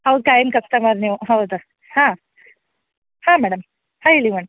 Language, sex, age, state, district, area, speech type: Kannada, female, 30-45, Karnataka, Dharwad, urban, conversation